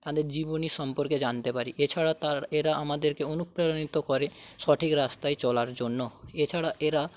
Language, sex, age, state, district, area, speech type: Bengali, male, 45-60, West Bengal, Paschim Medinipur, rural, spontaneous